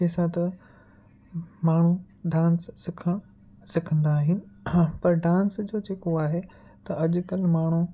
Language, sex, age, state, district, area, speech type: Sindhi, male, 30-45, Gujarat, Kutch, urban, spontaneous